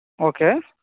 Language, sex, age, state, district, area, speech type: Telugu, male, 30-45, Andhra Pradesh, Vizianagaram, rural, conversation